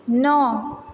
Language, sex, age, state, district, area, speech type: Maithili, female, 18-30, Bihar, Purnia, rural, read